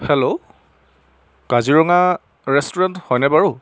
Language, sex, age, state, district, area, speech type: Assamese, male, 30-45, Assam, Jorhat, urban, spontaneous